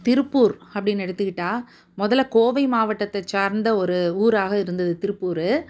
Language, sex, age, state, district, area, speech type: Tamil, female, 45-60, Tamil Nadu, Tiruppur, urban, spontaneous